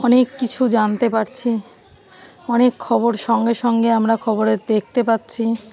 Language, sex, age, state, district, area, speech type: Bengali, female, 45-60, West Bengal, Darjeeling, urban, spontaneous